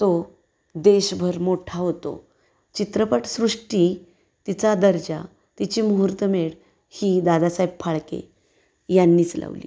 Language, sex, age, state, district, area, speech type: Marathi, female, 45-60, Maharashtra, Satara, rural, spontaneous